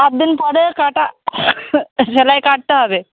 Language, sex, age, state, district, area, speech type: Bengali, female, 30-45, West Bengal, Darjeeling, urban, conversation